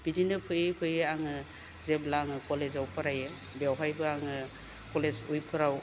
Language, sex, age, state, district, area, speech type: Bodo, female, 60+, Assam, Baksa, urban, spontaneous